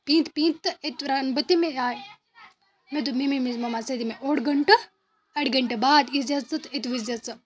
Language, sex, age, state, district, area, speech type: Kashmiri, female, 45-60, Jammu and Kashmir, Baramulla, rural, spontaneous